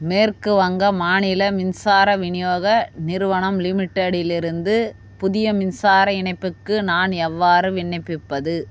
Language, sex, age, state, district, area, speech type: Tamil, female, 30-45, Tamil Nadu, Vellore, urban, read